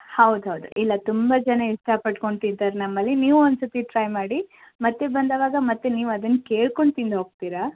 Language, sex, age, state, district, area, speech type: Kannada, female, 30-45, Karnataka, Shimoga, rural, conversation